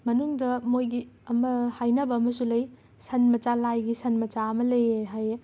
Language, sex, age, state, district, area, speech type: Manipuri, female, 18-30, Manipur, Imphal West, urban, spontaneous